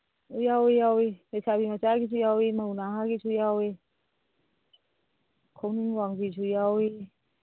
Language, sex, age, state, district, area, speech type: Manipuri, female, 45-60, Manipur, Imphal East, rural, conversation